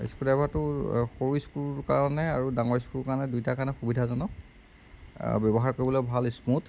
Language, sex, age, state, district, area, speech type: Assamese, male, 18-30, Assam, Jorhat, urban, spontaneous